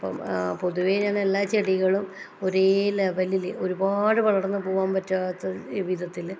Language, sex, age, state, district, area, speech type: Malayalam, female, 30-45, Kerala, Kannur, rural, spontaneous